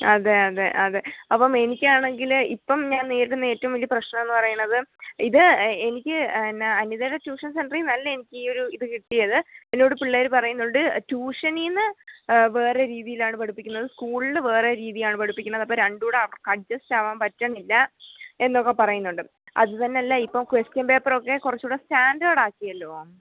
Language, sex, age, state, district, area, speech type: Malayalam, male, 45-60, Kerala, Pathanamthitta, rural, conversation